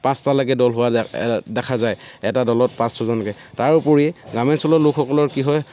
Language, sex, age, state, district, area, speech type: Assamese, male, 30-45, Assam, Dhemaji, rural, spontaneous